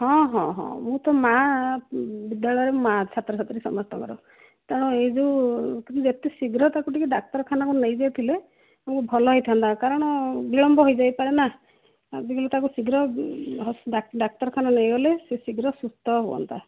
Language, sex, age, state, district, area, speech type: Odia, female, 60+, Odisha, Kandhamal, rural, conversation